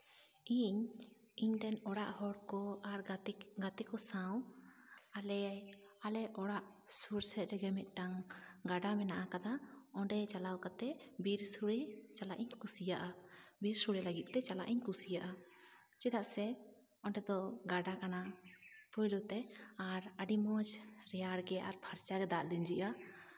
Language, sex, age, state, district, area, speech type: Santali, female, 18-30, West Bengal, Jhargram, rural, spontaneous